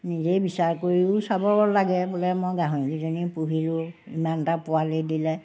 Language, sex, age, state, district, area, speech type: Assamese, female, 60+, Assam, Majuli, urban, spontaneous